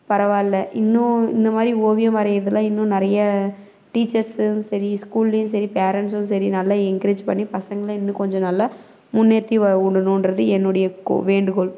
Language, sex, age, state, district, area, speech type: Tamil, female, 30-45, Tamil Nadu, Dharmapuri, rural, spontaneous